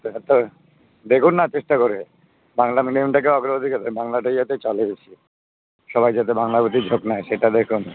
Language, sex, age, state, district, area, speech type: Bengali, male, 45-60, West Bengal, Alipurduar, rural, conversation